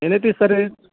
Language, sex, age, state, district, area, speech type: Telugu, male, 30-45, Andhra Pradesh, Nellore, rural, conversation